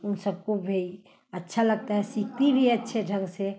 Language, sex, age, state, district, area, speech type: Hindi, female, 45-60, Uttar Pradesh, Ghazipur, urban, spontaneous